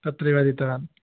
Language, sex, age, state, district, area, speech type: Sanskrit, male, 18-30, West Bengal, North 24 Parganas, rural, conversation